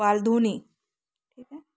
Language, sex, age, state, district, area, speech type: Marathi, female, 30-45, Maharashtra, Thane, urban, spontaneous